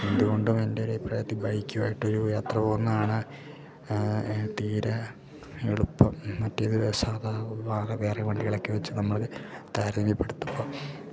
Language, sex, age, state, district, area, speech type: Malayalam, male, 18-30, Kerala, Idukki, rural, spontaneous